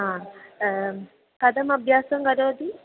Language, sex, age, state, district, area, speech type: Sanskrit, female, 18-30, Kerala, Kozhikode, rural, conversation